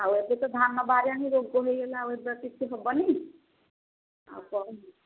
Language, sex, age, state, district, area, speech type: Odia, female, 45-60, Odisha, Gajapati, rural, conversation